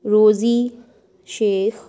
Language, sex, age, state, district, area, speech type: Urdu, female, 18-30, Uttar Pradesh, Lucknow, rural, spontaneous